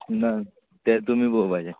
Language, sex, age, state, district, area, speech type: Goan Konkani, male, 18-30, Goa, Quepem, rural, conversation